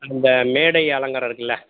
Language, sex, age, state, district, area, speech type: Tamil, male, 60+, Tamil Nadu, Madurai, rural, conversation